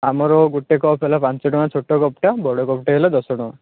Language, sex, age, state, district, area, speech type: Odia, male, 30-45, Odisha, Balasore, rural, conversation